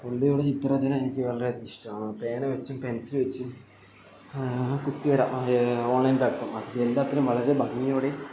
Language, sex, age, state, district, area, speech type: Malayalam, male, 18-30, Kerala, Wayanad, rural, spontaneous